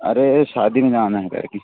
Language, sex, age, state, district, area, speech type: Hindi, male, 30-45, Madhya Pradesh, Seoni, urban, conversation